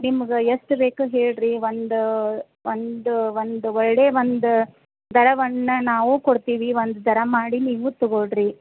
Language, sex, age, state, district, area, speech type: Kannada, female, 30-45, Karnataka, Gadag, rural, conversation